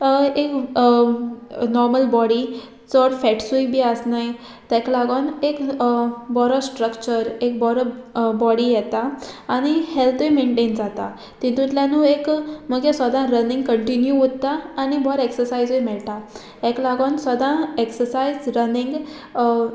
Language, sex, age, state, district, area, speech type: Goan Konkani, female, 18-30, Goa, Murmgao, rural, spontaneous